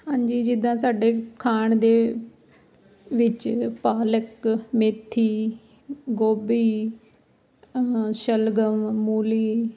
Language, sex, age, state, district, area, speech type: Punjabi, female, 30-45, Punjab, Ludhiana, urban, spontaneous